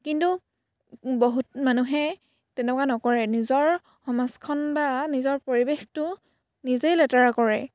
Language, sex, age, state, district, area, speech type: Assamese, female, 18-30, Assam, Sivasagar, rural, spontaneous